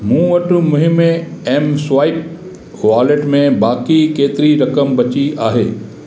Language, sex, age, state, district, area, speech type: Sindhi, male, 60+, Gujarat, Kutch, rural, read